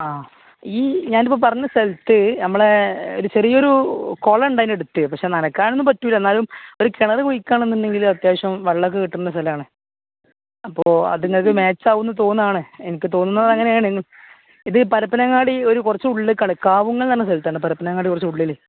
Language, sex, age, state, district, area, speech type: Malayalam, male, 30-45, Kerala, Malappuram, rural, conversation